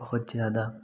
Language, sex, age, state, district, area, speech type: Hindi, male, 18-30, Uttar Pradesh, Prayagraj, rural, spontaneous